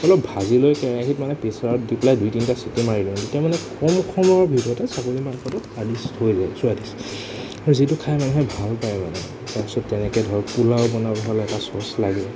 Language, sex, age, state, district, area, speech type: Assamese, male, 18-30, Assam, Nagaon, rural, spontaneous